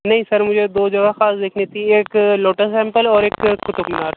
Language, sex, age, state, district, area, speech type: Urdu, male, 18-30, Delhi, Central Delhi, urban, conversation